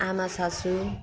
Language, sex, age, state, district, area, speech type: Nepali, female, 30-45, West Bengal, Darjeeling, rural, spontaneous